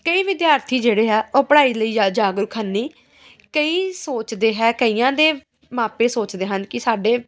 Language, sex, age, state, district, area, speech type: Punjabi, female, 18-30, Punjab, Pathankot, rural, spontaneous